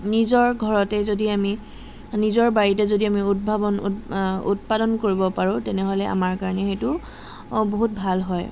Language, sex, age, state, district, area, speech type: Assamese, female, 18-30, Assam, Jorhat, urban, spontaneous